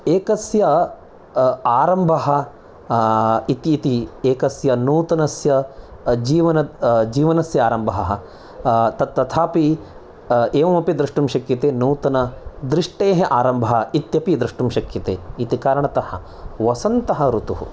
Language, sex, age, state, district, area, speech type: Sanskrit, male, 30-45, Karnataka, Chikkamagaluru, urban, spontaneous